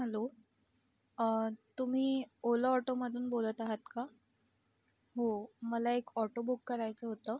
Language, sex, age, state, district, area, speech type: Marathi, female, 18-30, Maharashtra, Nagpur, urban, spontaneous